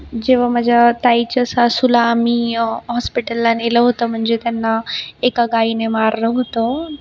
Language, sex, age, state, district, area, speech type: Marathi, female, 18-30, Maharashtra, Buldhana, rural, spontaneous